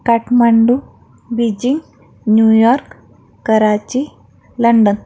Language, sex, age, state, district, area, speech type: Marathi, female, 45-60, Maharashtra, Akola, rural, spontaneous